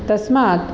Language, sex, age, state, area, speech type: Sanskrit, male, 18-30, Delhi, urban, spontaneous